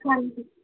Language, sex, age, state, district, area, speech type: Punjabi, female, 18-30, Punjab, Tarn Taran, rural, conversation